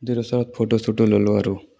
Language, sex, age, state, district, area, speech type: Assamese, male, 18-30, Assam, Barpeta, rural, spontaneous